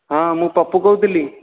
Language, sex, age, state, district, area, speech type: Odia, male, 30-45, Odisha, Dhenkanal, rural, conversation